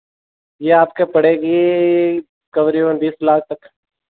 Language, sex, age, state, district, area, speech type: Hindi, male, 18-30, Rajasthan, Nagaur, rural, conversation